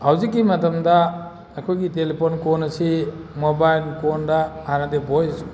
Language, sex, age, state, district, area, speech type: Manipuri, male, 60+, Manipur, Thoubal, rural, spontaneous